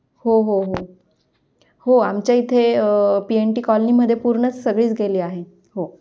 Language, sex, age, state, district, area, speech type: Marathi, female, 18-30, Maharashtra, Nashik, urban, spontaneous